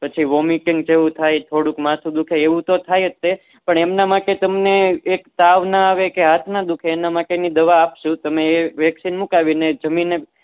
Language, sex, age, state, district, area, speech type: Gujarati, male, 18-30, Gujarat, Surat, urban, conversation